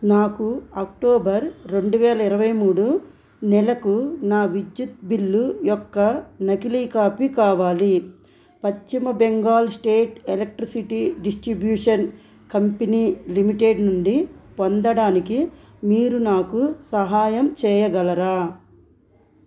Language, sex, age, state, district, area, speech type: Telugu, female, 45-60, Andhra Pradesh, Krishna, rural, read